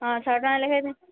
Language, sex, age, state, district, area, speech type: Odia, female, 45-60, Odisha, Sundergarh, rural, conversation